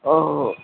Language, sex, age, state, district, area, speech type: Bodo, male, 18-30, Assam, Kokrajhar, rural, conversation